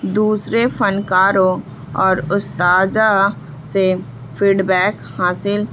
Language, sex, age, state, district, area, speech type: Urdu, female, 18-30, Bihar, Gaya, urban, spontaneous